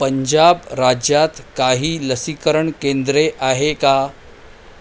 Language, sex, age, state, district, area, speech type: Marathi, male, 45-60, Maharashtra, Mumbai Suburban, urban, read